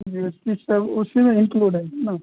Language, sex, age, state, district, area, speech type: Hindi, male, 18-30, Bihar, Madhepura, rural, conversation